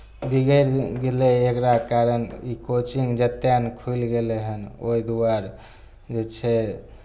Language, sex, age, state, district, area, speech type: Maithili, male, 18-30, Bihar, Begusarai, rural, spontaneous